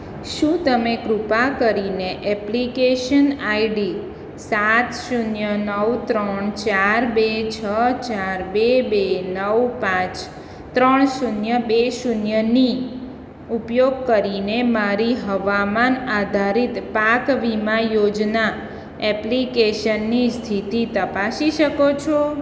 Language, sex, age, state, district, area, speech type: Gujarati, female, 45-60, Gujarat, Surat, urban, read